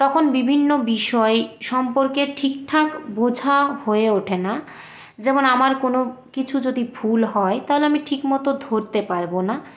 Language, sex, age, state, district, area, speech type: Bengali, female, 18-30, West Bengal, Purulia, urban, spontaneous